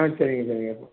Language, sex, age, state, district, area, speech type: Tamil, male, 18-30, Tamil Nadu, Nagapattinam, rural, conversation